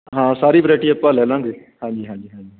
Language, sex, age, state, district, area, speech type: Punjabi, male, 45-60, Punjab, Fatehgarh Sahib, rural, conversation